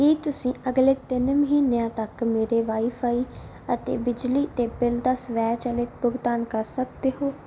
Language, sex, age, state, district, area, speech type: Punjabi, female, 18-30, Punjab, Barnala, rural, read